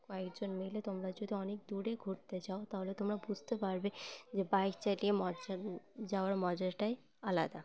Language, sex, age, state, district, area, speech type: Bengali, female, 18-30, West Bengal, Uttar Dinajpur, urban, spontaneous